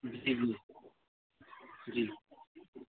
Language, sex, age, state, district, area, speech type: Urdu, male, 30-45, Delhi, East Delhi, urban, conversation